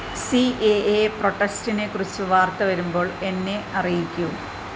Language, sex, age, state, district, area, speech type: Malayalam, female, 45-60, Kerala, Malappuram, urban, read